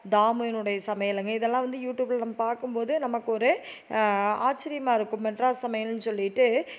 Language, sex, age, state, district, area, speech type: Tamil, female, 30-45, Tamil Nadu, Tiruppur, urban, spontaneous